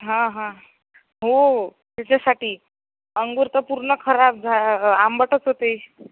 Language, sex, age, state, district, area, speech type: Marathi, female, 18-30, Maharashtra, Akola, rural, conversation